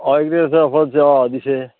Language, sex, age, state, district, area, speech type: Assamese, male, 45-60, Assam, Barpeta, rural, conversation